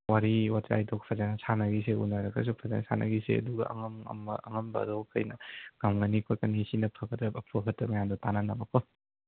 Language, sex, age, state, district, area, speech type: Manipuri, male, 18-30, Manipur, Kangpokpi, urban, conversation